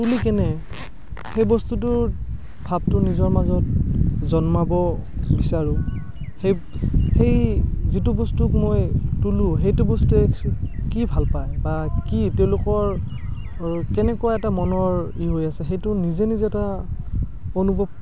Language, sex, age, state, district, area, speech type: Assamese, male, 18-30, Assam, Barpeta, rural, spontaneous